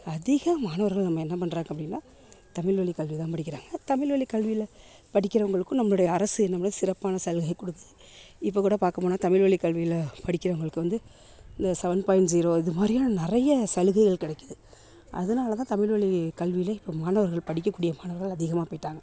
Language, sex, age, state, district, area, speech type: Tamil, female, 30-45, Tamil Nadu, Tiruvarur, rural, spontaneous